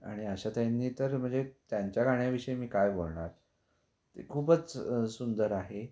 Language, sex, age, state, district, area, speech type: Marathi, male, 18-30, Maharashtra, Kolhapur, urban, spontaneous